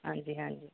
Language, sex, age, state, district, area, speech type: Punjabi, female, 45-60, Punjab, Pathankot, urban, conversation